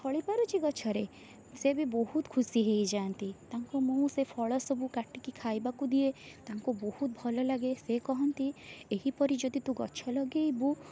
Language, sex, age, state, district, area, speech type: Odia, female, 18-30, Odisha, Rayagada, rural, spontaneous